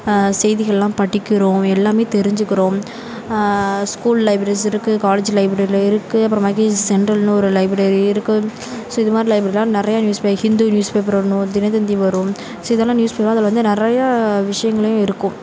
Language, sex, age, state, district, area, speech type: Tamil, female, 18-30, Tamil Nadu, Sivaganga, rural, spontaneous